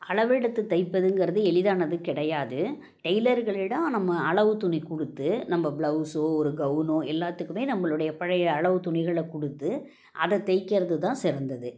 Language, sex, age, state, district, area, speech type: Tamil, female, 60+, Tamil Nadu, Salem, rural, spontaneous